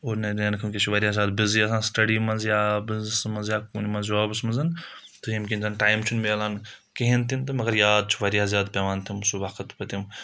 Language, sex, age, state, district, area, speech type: Kashmiri, male, 18-30, Jammu and Kashmir, Budgam, rural, spontaneous